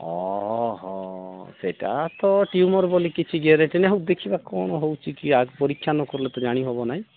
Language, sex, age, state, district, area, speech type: Odia, male, 45-60, Odisha, Nabarangpur, rural, conversation